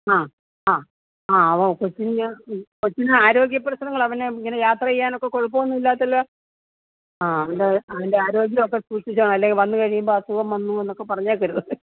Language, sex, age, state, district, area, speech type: Malayalam, female, 60+, Kerala, Pathanamthitta, rural, conversation